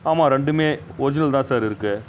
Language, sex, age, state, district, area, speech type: Tamil, male, 30-45, Tamil Nadu, Kallakurichi, rural, spontaneous